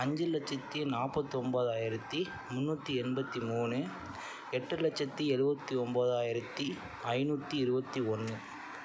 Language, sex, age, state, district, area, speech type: Tamil, male, 18-30, Tamil Nadu, Tiruvarur, urban, spontaneous